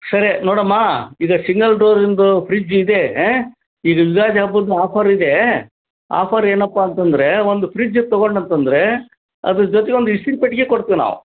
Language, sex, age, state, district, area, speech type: Kannada, male, 60+, Karnataka, Koppal, rural, conversation